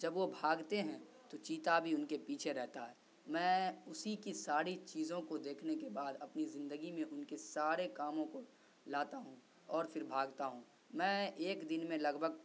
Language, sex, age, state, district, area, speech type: Urdu, male, 18-30, Bihar, Saharsa, rural, spontaneous